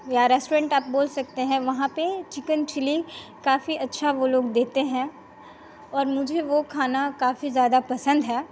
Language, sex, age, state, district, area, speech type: Hindi, female, 30-45, Bihar, Begusarai, rural, spontaneous